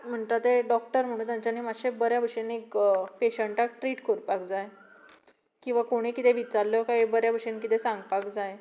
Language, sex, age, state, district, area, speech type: Goan Konkani, female, 18-30, Goa, Tiswadi, rural, spontaneous